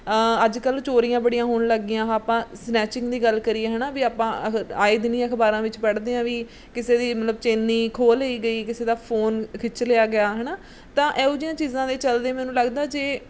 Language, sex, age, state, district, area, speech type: Punjabi, female, 30-45, Punjab, Mansa, urban, spontaneous